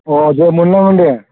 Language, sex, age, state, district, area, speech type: Bodo, male, 45-60, Assam, Udalguri, rural, conversation